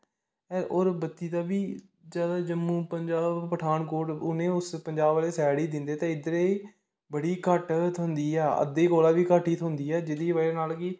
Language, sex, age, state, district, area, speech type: Dogri, male, 18-30, Jammu and Kashmir, Kathua, rural, spontaneous